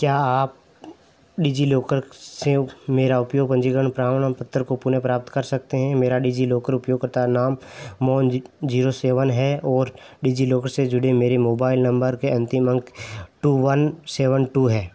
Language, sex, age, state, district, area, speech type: Hindi, male, 18-30, Rajasthan, Nagaur, rural, read